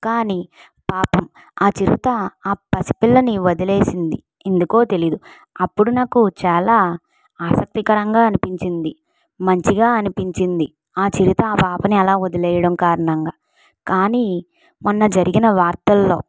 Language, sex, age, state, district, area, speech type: Telugu, female, 45-60, Andhra Pradesh, Kakinada, rural, spontaneous